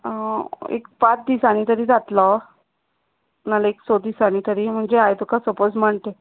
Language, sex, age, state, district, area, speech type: Goan Konkani, female, 30-45, Goa, Tiswadi, rural, conversation